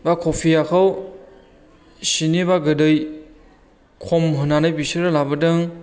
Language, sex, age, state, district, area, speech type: Bodo, female, 18-30, Assam, Chirang, rural, spontaneous